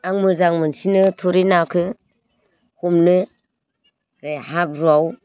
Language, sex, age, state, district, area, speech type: Bodo, female, 60+, Assam, Baksa, rural, spontaneous